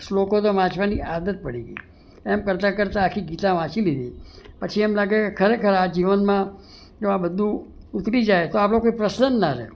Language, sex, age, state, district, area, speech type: Gujarati, male, 60+, Gujarat, Surat, urban, spontaneous